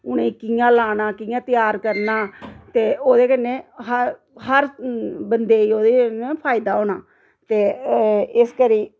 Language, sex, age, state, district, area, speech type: Dogri, female, 45-60, Jammu and Kashmir, Reasi, rural, spontaneous